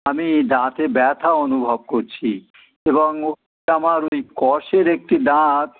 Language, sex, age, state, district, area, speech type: Bengali, male, 60+, West Bengal, Dakshin Dinajpur, rural, conversation